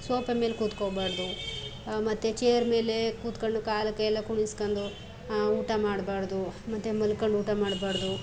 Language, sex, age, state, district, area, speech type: Kannada, female, 30-45, Karnataka, Chamarajanagar, rural, spontaneous